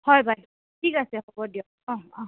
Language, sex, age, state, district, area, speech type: Assamese, female, 18-30, Assam, Dibrugarh, urban, conversation